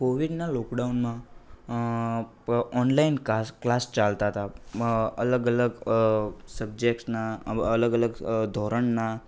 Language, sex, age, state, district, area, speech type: Gujarati, male, 18-30, Gujarat, Anand, urban, spontaneous